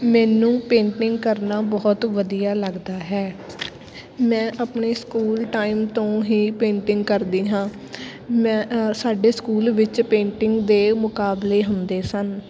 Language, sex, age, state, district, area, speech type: Punjabi, female, 18-30, Punjab, Fatehgarh Sahib, rural, spontaneous